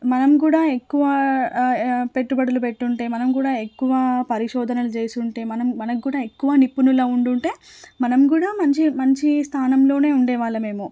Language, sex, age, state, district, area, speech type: Telugu, female, 18-30, Telangana, Hanamkonda, urban, spontaneous